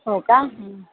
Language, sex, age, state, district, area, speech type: Marathi, female, 45-60, Maharashtra, Jalna, rural, conversation